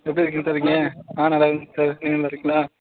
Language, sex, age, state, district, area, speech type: Tamil, male, 18-30, Tamil Nadu, Dharmapuri, rural, conversation